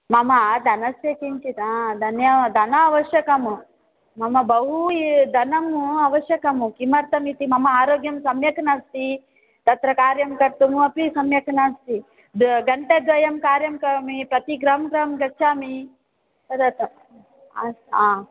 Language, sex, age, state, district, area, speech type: Sanskrit, female, 45-60, Karnataka, Dakshina Kannada, rural, conversation